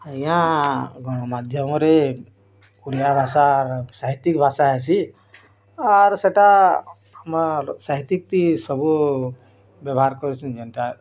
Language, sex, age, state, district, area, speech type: Odia, female, 30-45, Odisha, Bargarh, urban, spontaneous